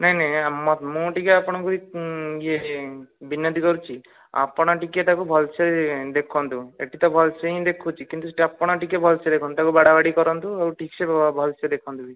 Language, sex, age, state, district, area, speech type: Odia, male, 30-45, Odisha, Nayagarh, rural, conversation